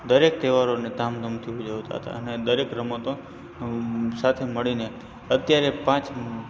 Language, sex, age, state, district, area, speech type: Gujarati, male, 18-30, Gujarat, Morbi, urban, spontaneous